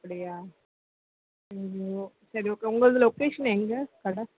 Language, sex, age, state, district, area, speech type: Tamil, female, 18-30, Tamil Nadu, Chennai, urban, conversation